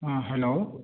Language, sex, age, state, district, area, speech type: Urdu, male, 18-30, Uttar Pradesh, Balrampur, rural, conversation